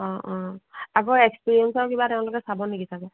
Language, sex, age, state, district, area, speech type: Assamese, female, 18-30, Assam, Lakhimpur, rural, conversation